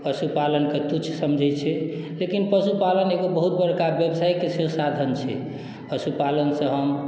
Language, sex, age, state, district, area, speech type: Maithili, male, 45-60, Bihar, Madhubani, rural, spontaneous